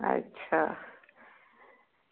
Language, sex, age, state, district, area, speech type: Dogri, female, 45-60, Jammu and Kashmir, Kathua, rural, conversation